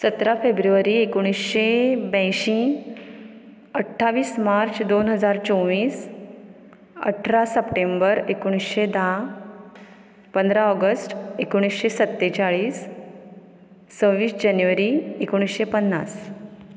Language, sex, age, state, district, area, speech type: Goan Konkani, female, 30-45, Goa, Ponda, rural, spontaneous